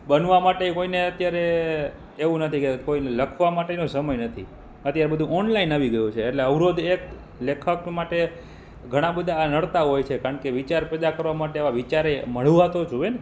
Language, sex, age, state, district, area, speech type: Gujarati, male, 30-45, Gujarat, Rajkot, urban, spontaneous